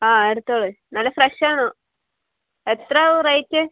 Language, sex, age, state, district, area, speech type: Malayalam, female, 18-30, Kerala, Kasaragod, rural, conversation